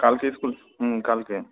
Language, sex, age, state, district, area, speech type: Bengali, male, 18-30, West Bengal, Malda, rural, conversation